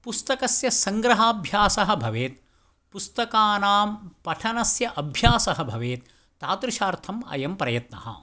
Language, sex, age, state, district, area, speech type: Sanskrit, male, 60+, Karnataka, Tumkur, urban, spontaneous